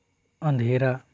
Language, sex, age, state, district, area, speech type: Hindi, male, 45-60, Rajasthan, Jaipur, urban, read